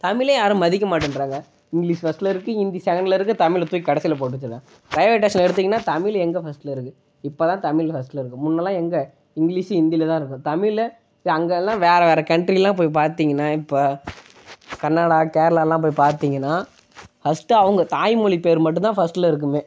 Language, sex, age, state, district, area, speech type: Tamil, male, 18-30, Tamil Nadu, Kallakurichi, urban, spontaneous